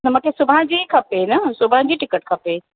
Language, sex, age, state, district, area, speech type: Sindhi, female, 45-60, Uttar Pradesh, Lucknow, rural, conversation